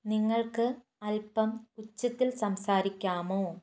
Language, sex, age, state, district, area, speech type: Malayalam, female, 18-30, Kerala, Wayanad, rural, read